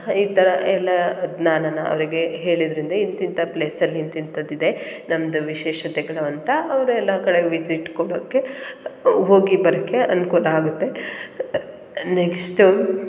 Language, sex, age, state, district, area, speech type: Kannada, female, 30-45, Karnataka, Hassan, urban, spontaneous